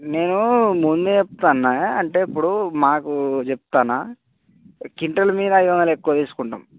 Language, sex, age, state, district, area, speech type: Telugu, male, 18-30, Telangana, Nirmal, rural, conversation